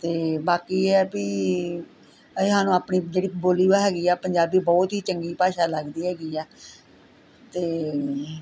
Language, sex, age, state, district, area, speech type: Punjabi, female, 45-60, Punjab, Gurdaspur, rural, spontaneous